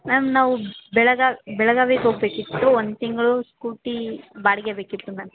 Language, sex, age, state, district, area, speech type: Kannada, female, 18-30, Karnataka, Chamarajanagar, rural, conversation